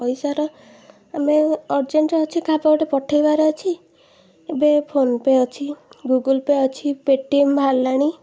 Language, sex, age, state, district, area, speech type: Odia, female, 30-45, Odisha, Puri, urban, spontaneous